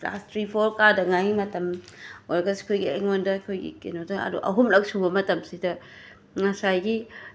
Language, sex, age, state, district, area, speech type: Manipuri, female, 30-45, Manipur, Imphal West, rural, spontaneous